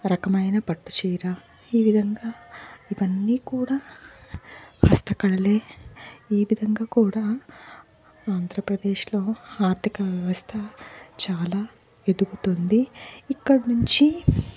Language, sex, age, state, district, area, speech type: Telugu, female, 30-45, Andhra Pradesh, Guntur, urban, spontaneous